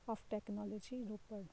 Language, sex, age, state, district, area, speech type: Punjabi, female, 30-45, Punjab, Shaheed Bhagat Singh Nagar, urban, spontaneous